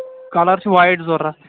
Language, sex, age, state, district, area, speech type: Kashmiri, male, 45-60, Jammu and Kashmir, Kulgam, rural, conversation